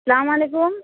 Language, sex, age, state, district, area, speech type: Urdu, female, 45-60, Uttar Pradesh, Lucknow, rural, conversation